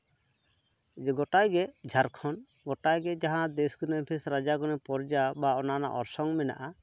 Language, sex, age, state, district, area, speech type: Santali, male, 45-60, West Bengal, Purulia, rural, spontaneous